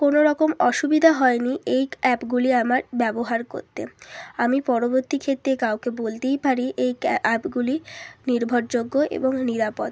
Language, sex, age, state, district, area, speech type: Bengali, female, 30-45, West Bengal, Hooghly, urban, spontaneous